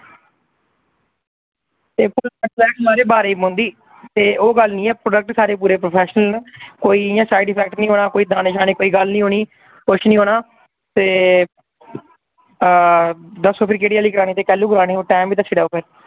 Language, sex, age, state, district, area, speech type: Dogri, male, 18-30, Jammu and Kashmir, Reasi, rural, conversation